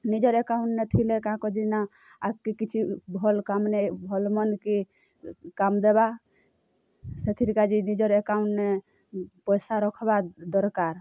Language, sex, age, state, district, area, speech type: Odia, female, 30-45, Odisha, Kalahandi, rural, spontaneous